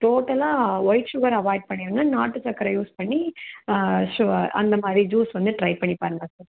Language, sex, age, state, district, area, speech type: Tamil, female, 18-30, Tamil Nadu, Kanchipuram, urban, conversation